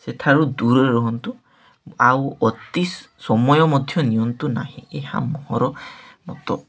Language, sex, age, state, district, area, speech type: Odia, male, 18-30, Odisha, Nabarangpur, urban, spontaneous